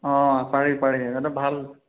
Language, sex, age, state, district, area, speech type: Assamese, male, 30-45, Assam, Biswanath, rural, conversation